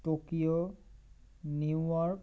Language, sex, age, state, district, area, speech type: Assamese, male, 18-30, Assam, Morigaon, rural, spontaneous